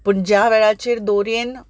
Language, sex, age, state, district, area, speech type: Goan Konkani, female, 30-45, Goa, Ponda, rural, spontaneous